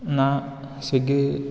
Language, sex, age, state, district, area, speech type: Kannada, male, 18-30, Karnataka, Gulbarga, urban, spontaneous